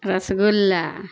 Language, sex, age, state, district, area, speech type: Urdu, female, 60+, Bihar, Darbhanga, rural, spontaneous